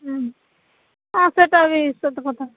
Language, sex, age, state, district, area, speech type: Odia, female, 60+, Odisha, Boudh, rural, conversation